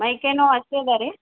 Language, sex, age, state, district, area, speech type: Kannada, female, 30-45, Karnataka, Gulbarga, urban, conversation